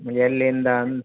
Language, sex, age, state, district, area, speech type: Kannada, male, 45-60, Karnataka, Davanagere, urban, conversation